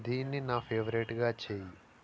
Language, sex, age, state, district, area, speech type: Telugu, male, 18-30, Telangana, Ranga Reddy, urban, read